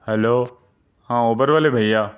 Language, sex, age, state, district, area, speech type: Urdu, male, 45-60, Delhi, Central Delhi, urban, spontaneous